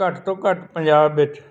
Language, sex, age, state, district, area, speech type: Punjabi, male, 60+, Punjab, Bathinda, rural, spontaneous